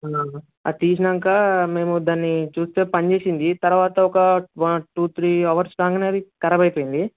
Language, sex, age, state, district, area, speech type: Telugu, male, 18-30, Telangana, Medak, rural, conversation